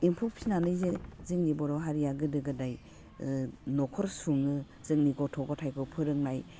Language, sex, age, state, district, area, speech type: Bodo, female, 45-60, Assam, Udalguri, urban, spontaneous